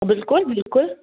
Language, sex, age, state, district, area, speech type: Kashmiri, female, 18-30, Jammu and Kashmir, Bandipora, rural, conversation